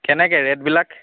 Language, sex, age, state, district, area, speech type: Assamese, male, 30-45, Assam, Biswanath, rural, conversation